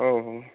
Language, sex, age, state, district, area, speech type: Odia, male, 30-45, Odisha, Boudh, rural, conversation